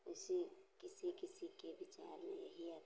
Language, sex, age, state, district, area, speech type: Hindi, female, 60+, Uttar Pradesh, Hardoi, rural, spontaneous